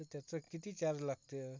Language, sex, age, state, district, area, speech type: Marathi, male, 30-45, Maharashtra, Akola, urban, spontaneous